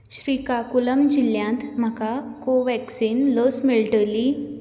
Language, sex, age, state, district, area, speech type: Goan Konkani, female, 18-30, Goa, Canacona, rural, read